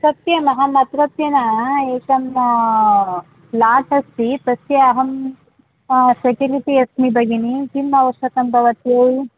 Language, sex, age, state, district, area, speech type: Sanskrit, female, 30-45, Karnataka, Bangalore Urban, urban, conversation